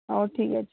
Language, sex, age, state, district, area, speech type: Odia, female, 18-30, Odisha, Bhadrak, rural, conversation